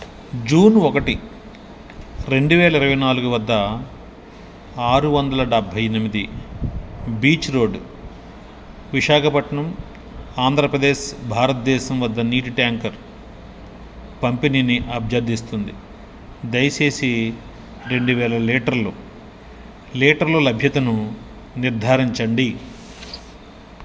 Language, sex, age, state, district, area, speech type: Telugu, male, 45-60, Andhra Pradesh, Nellore, urban, read